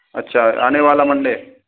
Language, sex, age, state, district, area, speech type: Hindi, male, 60+, Rajasthan, Karauli, rural, conversation